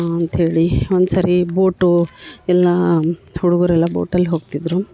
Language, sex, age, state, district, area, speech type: Kannada, female, 60+, Karnataka, Dharwad, rural, spontaneous